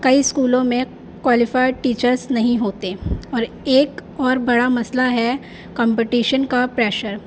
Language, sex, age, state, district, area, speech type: Urdu, female, 18-30, Delhi, North East Delhi, urban, spontaneous